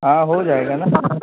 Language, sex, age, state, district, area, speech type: Urdu, male, 18-30, Uttar Pradesh, Balrampur, rural, conversation